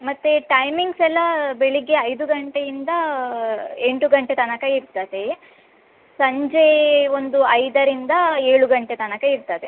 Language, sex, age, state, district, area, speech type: Kannada, female, 18-30, Karnataka, Udupi, rural, conversation